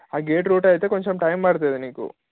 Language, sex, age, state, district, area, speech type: Telugu, male, 18-30, Telangana, Mancherial, rural, conversation